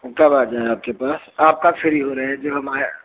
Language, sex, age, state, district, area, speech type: Hindi, male, 45-60, Uttar Pradesh, Lucknow, rural, conversation